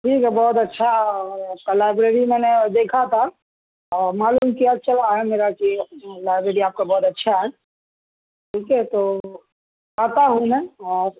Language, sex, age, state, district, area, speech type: Urdu, male, 18-30, Bihar, Purnia, rural, conversation